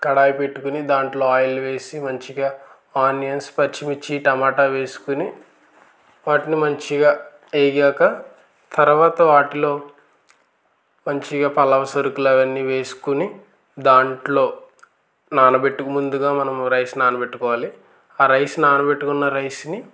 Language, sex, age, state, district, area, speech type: Telugu, male, 18-30, Andhra Pradesh, Eluru, rural, spontaneous